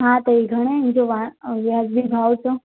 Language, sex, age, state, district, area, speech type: Sindhi, female, 18-30, Gujarat, Surat, urban, conversation